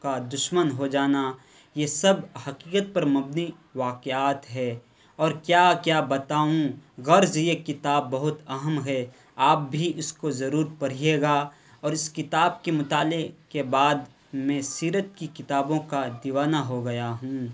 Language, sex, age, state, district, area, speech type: Urdu, male, 18-30, Bihar, Purnia, rural, spontaneous